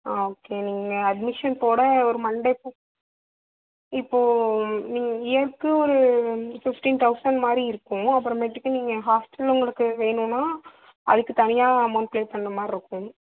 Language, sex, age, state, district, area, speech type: Tamil, female, 18-30, Tamil Nadu, Mayiladuthurai, urban, conversation